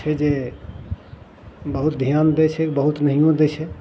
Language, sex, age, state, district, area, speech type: Maithili, male, 45-60, Bihar, Madhepura, rural, spontaneous